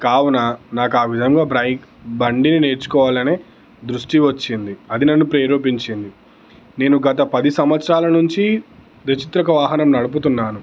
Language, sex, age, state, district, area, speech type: Telugu, male, 18-30, Telangana, Peddapalli, rural, spontaneous